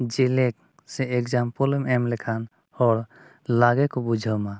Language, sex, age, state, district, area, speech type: Santali, male, 30-45, Jharkhand, East Singhbhum, rural, spontaneous